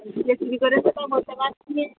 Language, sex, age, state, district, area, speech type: Bengali, female, 30-45, West Bengal, Birbhum, urban, conversation